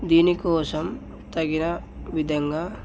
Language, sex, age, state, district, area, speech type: Telugu, male, 18-30, Telangana, Narayanpet, urban, spontaneous